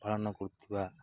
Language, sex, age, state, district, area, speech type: Odia, male, 18-30, Odisha, Nabarangpur, urban, spontaneous